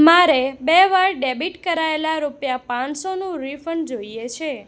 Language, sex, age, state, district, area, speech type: Gujarati, female, 18-30, Gujarat, Anand, rural, read